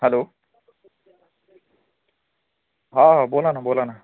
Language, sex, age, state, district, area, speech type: Marathi, male, 30-45, Maharashtra, Washim, rural, conversation